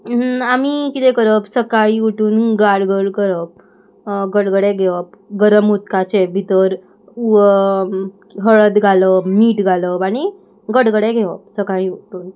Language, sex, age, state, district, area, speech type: Goan Konkani, female, 18-30, Goa, Salcete, urban, spontaneous